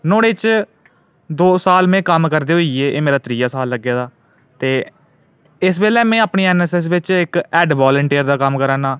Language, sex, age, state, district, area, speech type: Dogri, male, 18-30, Jammu and Kashmir, Udhampur, urban, spontaneous